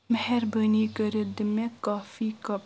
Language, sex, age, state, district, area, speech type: Kashmiri, female, 18-30, Jammu and Kashmir, Baramulla, rural, read